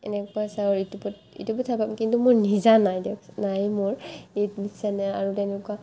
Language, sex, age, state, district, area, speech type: Assamese, female, 18-30, Assam, Barpeta, rural, spontaneous